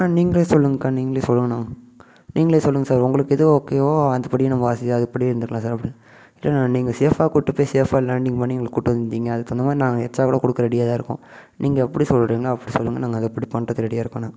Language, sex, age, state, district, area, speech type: Tamil, male, 18-30, Tamil Nadu, Namakkal, urban, spontaneous